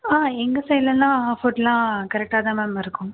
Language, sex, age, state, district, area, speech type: Tamil, female, 18-30, Tamil Nadu, Tiruvarur, rural, conversation